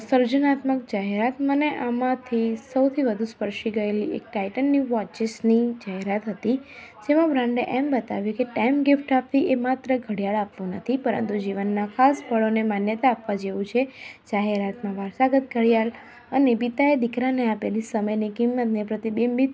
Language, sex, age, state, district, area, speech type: Gujarati, female, 30-45, Gujarat, Kheda, rural, spontaneous